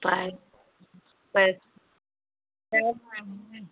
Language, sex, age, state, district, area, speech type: Hindi, female, 45-60, Uttar Pradesh, Chandauli, rural, conversation